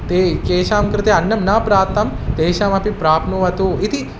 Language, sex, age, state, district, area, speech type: Sanskrit, male, 18-30, Telangana, Hyderabad, urban, spontaneous